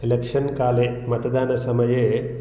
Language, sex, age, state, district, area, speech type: Sanskrit, male, 45-60, Telangana, Mahbubnagar, rural, spontaneous